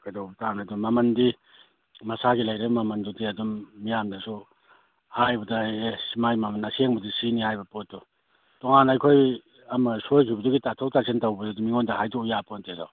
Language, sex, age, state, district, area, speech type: Manipuri, male, 60+, Manipur, Kakching, rural, conversation